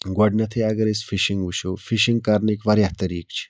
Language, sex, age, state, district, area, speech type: Kashmiri, male, 45-60, Jammu and Kashmir, Budgam, rural, spontaneous